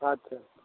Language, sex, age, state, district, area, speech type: Maithili, male, 18-30, Bihar, Supaul, urban, conversation